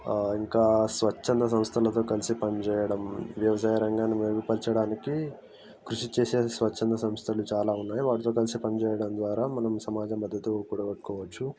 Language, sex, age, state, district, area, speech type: Telugu, male, 18-30, Telangana, Ranga Reddy, urban, spontaneous